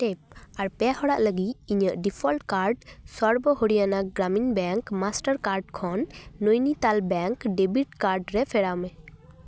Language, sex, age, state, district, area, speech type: Santali, female, 18-30, West Bengal, Paschim Bardhaman, rural, read